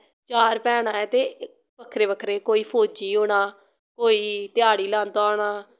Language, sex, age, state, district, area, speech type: Dogri, female, 18-30, Jammu and Kashmir, Samba, rural, spontaneous